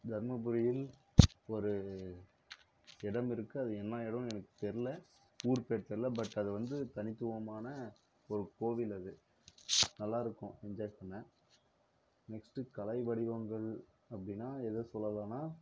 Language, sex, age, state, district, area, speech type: Tamil, female, 18-30, Tamil Nadu, Dharmapuri, rural, spontaneous